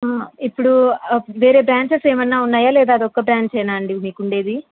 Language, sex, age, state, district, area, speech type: Telugu, female, 18-30, Andhra Pradesh, Nellore, rural, conversation